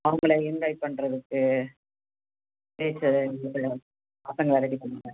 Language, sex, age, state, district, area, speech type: Tamil, female, 60+, Tamil Nadu, Cuddalore, rural, conversation